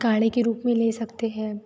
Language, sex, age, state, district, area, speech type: Hindi, female, 18-30, Madhya Pradesh, Betul, rural, spontaneous